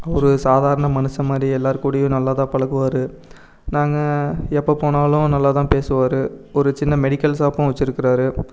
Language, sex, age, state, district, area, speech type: Tamil, male, 18-30, Tamil Nadu, Namakkal, urban, spontaneous